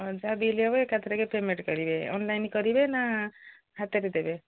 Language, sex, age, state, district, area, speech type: Odia, female, 60+, Odisha, Gajapati, rural, conversation